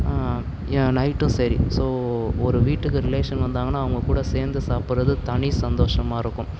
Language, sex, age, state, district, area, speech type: Tamil, male, 45-60, Tamil Nadu, Tiruvarur, urban, spontaneous